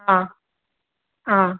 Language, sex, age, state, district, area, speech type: Tamil, female, 60+, Tamil Nadu, Cuddalore, rural, conversation